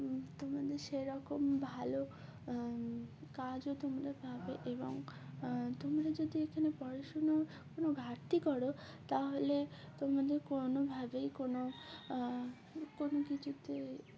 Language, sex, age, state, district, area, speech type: Bengali, female, 18-30, West Bengal, Uttar Dinajpur, urban, spontaneous